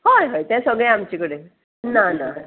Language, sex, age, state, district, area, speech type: Goan Konkani, female, 45-60, Goa, Salcete, urban, conversation